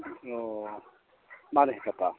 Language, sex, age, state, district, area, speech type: Manipuri, male, 45-60, Manipur, Imphal East, rural, conversation